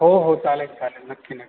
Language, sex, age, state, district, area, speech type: Marathi, male, 30-45, Maharashtra, Ahmednagar, urban, conversation